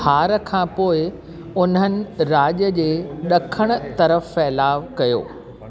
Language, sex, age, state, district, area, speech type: Sindhi, female, 60+, Delhi, South Delhi, urban, read